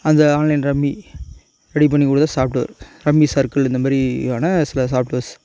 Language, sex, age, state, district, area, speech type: Tamil, male, 18-30, Tamil Nadu, Tiruchirappalli, rural, spontaneous